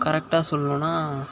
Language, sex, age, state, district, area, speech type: Tamil, male, 18-30, Tamil Nadu, Tiruvarur, rural, spontaneous